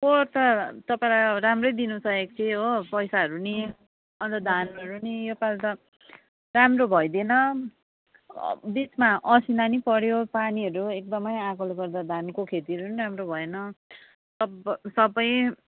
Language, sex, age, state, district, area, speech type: Nepali, female, 45-60, West Bengal, Darjeeling, rural, conversation